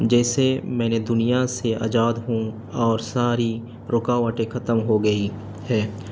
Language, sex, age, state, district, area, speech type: Urdu, male, 30-45, Delhi, North East Delhi, urban, spontaneous